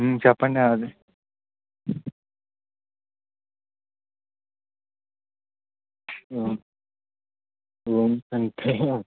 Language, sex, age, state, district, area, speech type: Telugu, male, 18-30, Andhra Pradesh, Anakapalli, rural, conversation